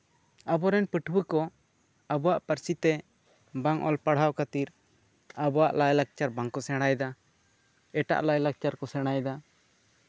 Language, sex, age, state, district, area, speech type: Santali, male, 18-30, West Bengal, Bankura, rural, spontaneous